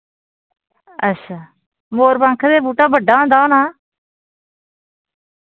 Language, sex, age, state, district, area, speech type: Dogri, female, 30-45, Jammu and Kashmir, Jammu, rural, conversation